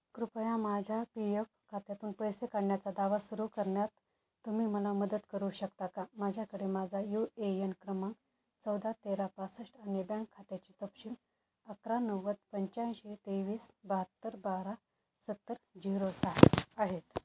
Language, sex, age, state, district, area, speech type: Marathi, female, 30-45, Maharashtra, Beed, urban, read